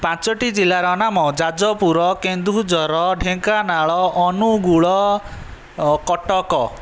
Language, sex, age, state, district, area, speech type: Odia, male, 18-30, Odisha, Jajpur, rural, spontaneous